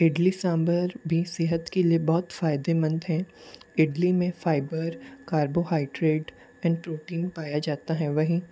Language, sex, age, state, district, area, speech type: Hindi, male, 18-30, Rajasthan, Jodhpur, urban, spontaneous